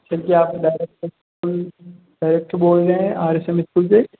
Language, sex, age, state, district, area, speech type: Hindi, male, 18-30, Rajasthan, Jodhpur, rural, conversation